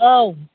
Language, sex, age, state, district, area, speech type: Bodo, female, 60+, Assam, Chirang, rural, conversation